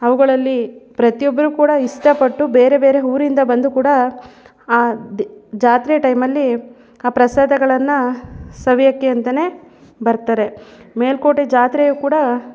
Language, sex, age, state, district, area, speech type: Kannada, female, 30-45, Karnataka, Mandya, rural, spontaneous